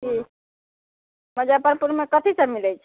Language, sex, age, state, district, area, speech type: Maithili, female, 45-60, Bihar, Muzaffarpur, rural, conversation